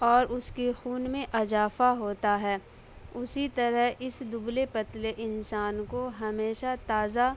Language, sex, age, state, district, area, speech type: Urdu, female, 18-30, Bihar, Saharsa, rural, spontaneous